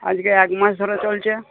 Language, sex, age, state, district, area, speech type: Bengali, male, 60+, West Bengal, Purba Bardhaman, urban, conversation